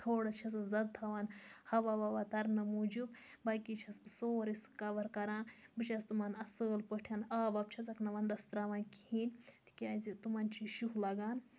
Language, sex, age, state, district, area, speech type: Kashmiri, female, 60+, Jammu and Kashmir, Baramulla, rural, spontaneous